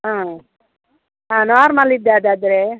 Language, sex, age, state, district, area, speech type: Kannada, female, 60+, Karnataka, Udupi, rural, conversation